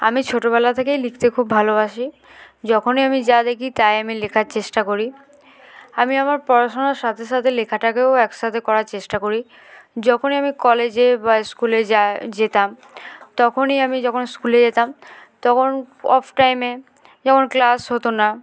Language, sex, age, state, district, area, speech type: Bengali, female, 18-30, West Bengal, Hooghly, urban, spontaneous